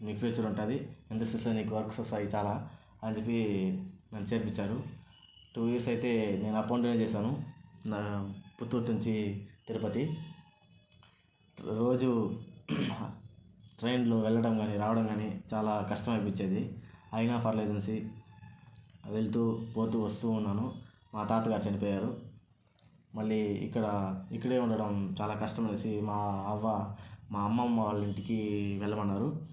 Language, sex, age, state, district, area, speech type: Telugu, male, 18-30, Andhra Pradesh, Sri Balaji, rural, spontaneous